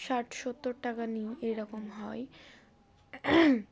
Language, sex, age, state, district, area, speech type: Bengali, female, 18-30, West Bengal, Darjeeling, urban, spontaneous